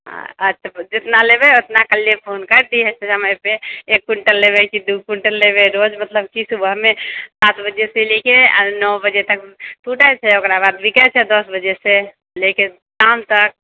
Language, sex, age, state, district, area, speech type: Maithili, female, 30-45, Bihar, Purnia, rural, conversation